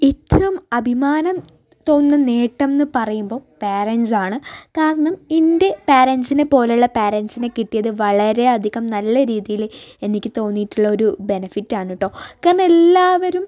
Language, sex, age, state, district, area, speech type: Malayalam, female, 30-45, Kerala, Wayanad, rural, spontaneous